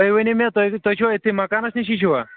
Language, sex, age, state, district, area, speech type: Kashmiri, male, 30-45, Jammu and Kashmir, Kulgam, urban, conversation